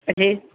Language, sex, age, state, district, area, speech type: Gujarati, male, 18-30, Gujarat, Aravalli, urban, conversation